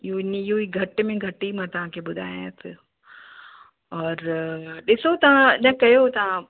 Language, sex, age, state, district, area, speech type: Sindhi, female, 45-60, Uttar Pradesh, Lucknow, urban, conversation